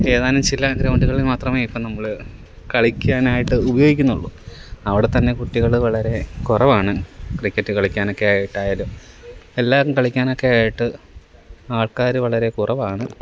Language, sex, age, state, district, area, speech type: Malayalam, male, 18-30, Kerala, Kollam, rural, spontaneous